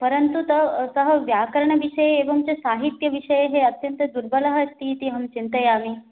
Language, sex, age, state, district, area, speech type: Sanskrit, female, 18-30, Odisha, Jagatsinghpur, urban, conversation